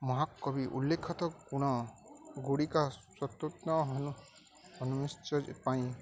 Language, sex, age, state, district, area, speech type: Odia, male, 18-30, Odisha, Balangir, urban, spontaneous